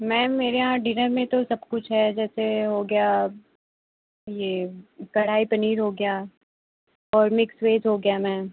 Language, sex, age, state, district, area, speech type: Hindi, female, 18-30, Uttar Pradesh, Pratapgarh, rural, conversation